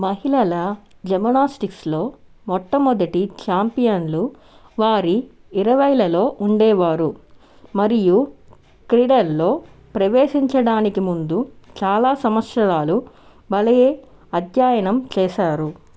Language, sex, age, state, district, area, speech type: Telugu, female, 30-45, Andhra Pradesh, Chittoor, urban, read